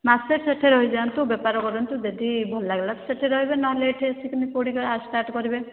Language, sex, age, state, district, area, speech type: Odia, female, 45-60, Odisha, Sambalpur, rural, conversation